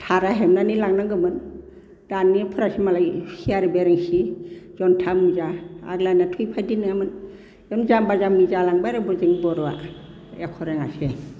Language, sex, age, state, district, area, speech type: Bodo, female, 60+, Assam, Baksa, urban, spontaneous